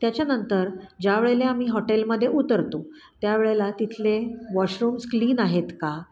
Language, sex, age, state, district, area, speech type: Marathi, female, 45-60, Maharashtra, Pune, urban, spontaneous